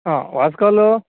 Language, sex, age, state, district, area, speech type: Kannada, male, 18-30, Karnataka, Mandya, urban, conversation